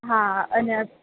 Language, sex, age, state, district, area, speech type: Gujarati, female, 18-30, Gujarat, Junagadh, urban, conversation